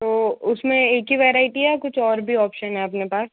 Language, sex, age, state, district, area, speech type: Hindi, female, 18-30, Madhya Pradesh, Bhopal, urban, conversation